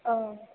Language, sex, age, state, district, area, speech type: Bodo, female, 30-45, Assam, Kokrajhar, rural, conversation